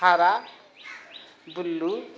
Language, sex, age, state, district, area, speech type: Maithili, female, 45-60, Bihar, Purnia, rural, spontaneous